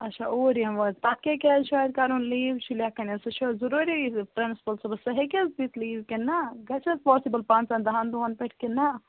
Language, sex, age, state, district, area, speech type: Kashmiri, female, 18-30, Jammu and Kashmir, Bandipora, rural, conversation